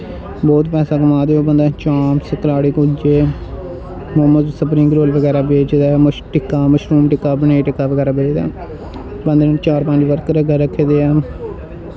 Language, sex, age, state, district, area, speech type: Dogri, male, 18-30, Jammu and Kashmir, Jammu, rural, spontaneous